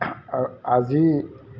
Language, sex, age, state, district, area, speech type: Assamese, male, 60+, Assam, Golaghat, urban, spontaneous